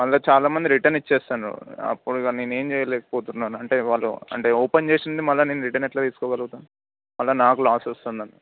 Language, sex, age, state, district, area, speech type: Telugu, male, 30-45, Telangana, Vikarabad, urban, conversation